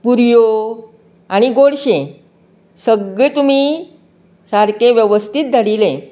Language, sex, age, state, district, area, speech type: Goan Konkani, female, 60+, Goa, Canacona, rural, spontaneous